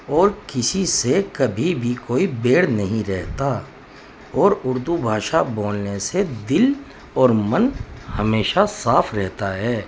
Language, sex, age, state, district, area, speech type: Urdu, male, 30-45, Uttar Pradesh, Muzaffarnagar, urban, spontaneous